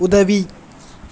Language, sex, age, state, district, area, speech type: Tamil, male, 18-30, Tamil Nadu, Tirunelveli, rural, read